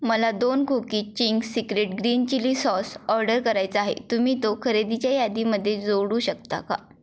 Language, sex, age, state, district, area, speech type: Marathi, female, 18-30, Maharashtra, Kolhapur, rural, read